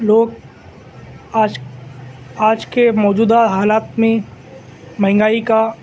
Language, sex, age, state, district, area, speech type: Urdu, male, 18-30, Telangana, Hyderabad, urban, spontaneous